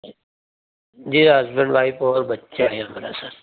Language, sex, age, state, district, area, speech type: Hindi, male, 30-45, Madhya Pradesh, Ujjain, rural, conversation